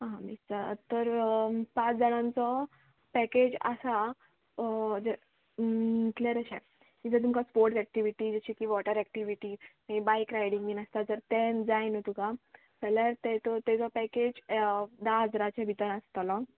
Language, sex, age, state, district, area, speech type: Goan Konkani, female, 18-30, Goa, Murmgao, urban, conversation